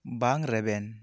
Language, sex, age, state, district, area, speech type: Santali, male, 30-45, West Bengal, Bankura, rural, read